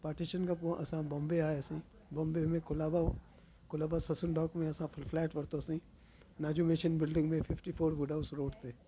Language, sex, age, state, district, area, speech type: Sindhi, male, 60+, Delhi, South Delhi, urban, spontaneous